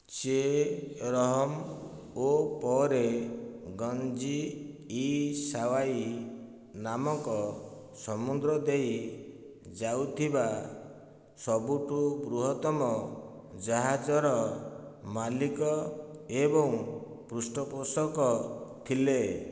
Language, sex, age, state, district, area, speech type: Odia, male, 45-60, Odisha, Nayagarh, rural, read